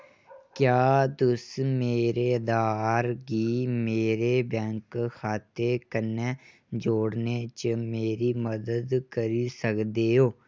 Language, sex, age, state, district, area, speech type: Dogri, male, 18-30, Jammu and Kashmir, Kathua, rural, read